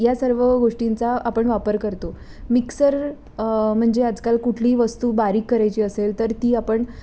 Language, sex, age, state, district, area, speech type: Marathi, female, 18-30, Maharashtra, Pune, urban, spontaneous